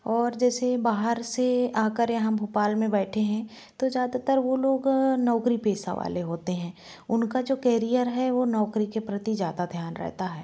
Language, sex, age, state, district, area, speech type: Hindi, female, 18-30, Madhya Pradesh, Bhopal, urban, spontaneous